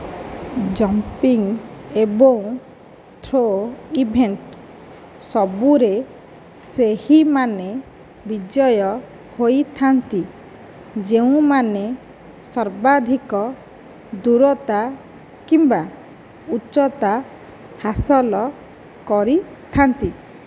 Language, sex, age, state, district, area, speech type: Odia, male, 60+, Odisha, Nayagarh, rural, read